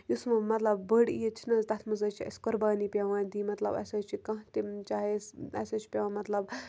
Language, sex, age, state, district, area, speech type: Kashmiri, female, 18-30, Jammu and Kashmir, Kupwara, rural, spontaneous